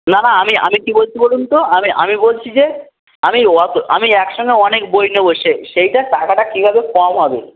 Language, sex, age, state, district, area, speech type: Bengali, male, 18-30, West Bengal, Uttar Dinajpur, urban, conversation